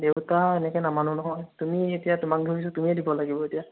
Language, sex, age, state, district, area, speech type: Assamese, male, 18-30, Assam, Sonitpur, rural, conversation